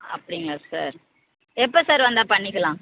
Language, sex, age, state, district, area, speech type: Tamil, female, 60+, Tamil Nadu, Tenkasi, urban, conversation